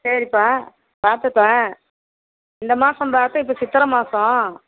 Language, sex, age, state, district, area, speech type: Tamil, female, 60+, Tamil Nadu, Madurai, rural, conversation